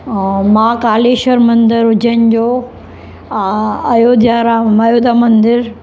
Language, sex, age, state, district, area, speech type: Sindhi, female, 60+, Maharashtra, Mumbai Suburban, rural, spontaneous